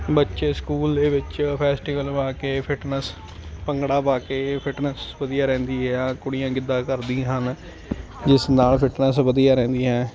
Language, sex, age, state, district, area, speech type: Punjabi, male, 18-30, Punjab, Ludhiana, urban, spontaneous